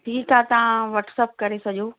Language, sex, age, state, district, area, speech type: Sindhi, female, 45-60, Delhi, South Delhi, urban, conversation